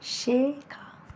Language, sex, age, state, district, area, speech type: Bengali, female, 45-60, West Bengal, Howrah, urban, read